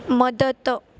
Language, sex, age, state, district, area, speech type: Marathi, female, 18-30, Maharashtra, Sindhudurg, rural, read